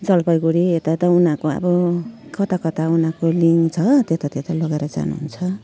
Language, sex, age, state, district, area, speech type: Nepali, female, 45-60, West Bengal, Jalpaiguri, urban, spontaneous